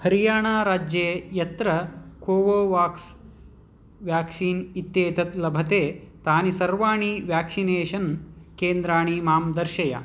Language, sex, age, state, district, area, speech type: Sanskrit, male, 18-30, Karnataka, Vijayanagara, urban, read